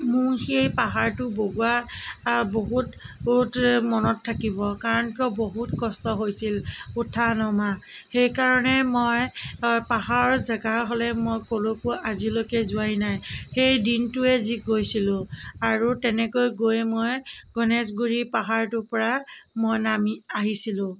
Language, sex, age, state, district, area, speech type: Assamese, female, 45-60, Assam, Morigaon, rural, spontaneous